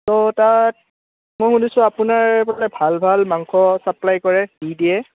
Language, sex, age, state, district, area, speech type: Assamese, male, 18-30, Assam, Udalguri, rural, conversation